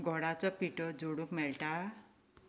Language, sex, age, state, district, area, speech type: Goan Konkani, female, 45-60, Goa, Canacona, rural, read